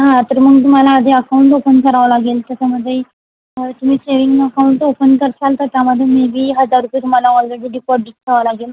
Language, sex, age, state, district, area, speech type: Marathi, female, 18-30, Maharashtra, Washim, urban, conversation